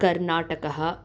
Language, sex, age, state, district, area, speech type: Sanskrit, female, 30-45, Andhra Pradesh, Guntur, urban, spontaneous